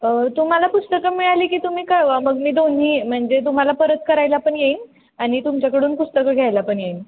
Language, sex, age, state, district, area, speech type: Marathi, female, 18-30, Maharashtra, Satara, urban, conversation